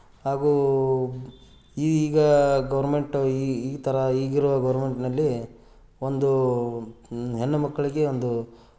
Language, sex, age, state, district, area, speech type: Kannada, male, 30-45, Karnataka, Gadag, rural, spontaneous